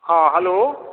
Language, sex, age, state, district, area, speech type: Maithili, male, 45-60, Bihar, Supaul, rural, conversation